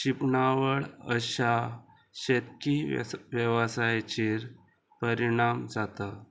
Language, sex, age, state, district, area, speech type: Goan Konkani, male, 30-45, Goa, Murmgao, rural, spontaneous